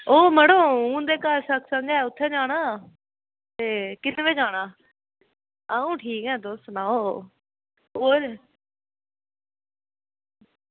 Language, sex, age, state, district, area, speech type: Dogri, female, 18-30, Jammu and Kashmir, Reasi, rural, conversation